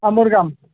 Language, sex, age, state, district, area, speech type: Kannada, male, 60+, Karnataka, Dharwad, rural, conversation